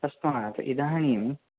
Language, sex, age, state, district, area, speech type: Sanskrit, male, 18-30, Karnataka, Dakshina Kannada, rural, conversation